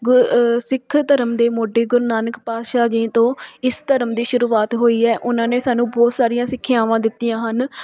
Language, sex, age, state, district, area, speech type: Punjabi, female, 45-60, Punjab, Shaheed Bhagat Singh Nagar, urban, spontaneous